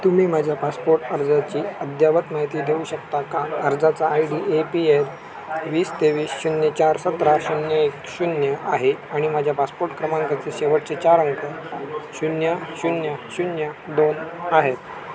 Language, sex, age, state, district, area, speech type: Marathi, male, 18-30, Maharashtra, Sindhudurg, rural, read